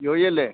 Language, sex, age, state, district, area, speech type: Malayalam, male, 60+, Kerala, Idukki, rural, conversation